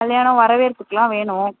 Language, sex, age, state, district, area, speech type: Tamil, female, 18-30, Tamil Nadu, Tiruvannamalai, rural, conversation